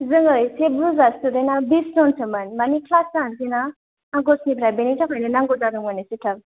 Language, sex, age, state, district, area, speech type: Bodo, female, 18-30, Assam, Kokrajhar, rural, conversation